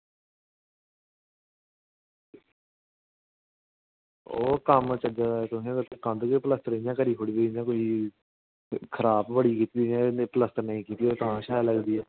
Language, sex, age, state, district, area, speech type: Dogri, male, 18-30, Jammu and Kashmir, Samba, rural, conversation